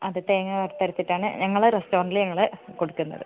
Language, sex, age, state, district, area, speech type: Malayalam, female, 18-30, Kerala, Wayanad, rural, conversation